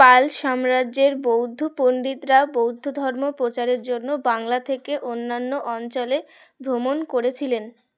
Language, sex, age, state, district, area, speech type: Bengali, female, 18-30, West Bengal, Uttar Dinajpur, urban, read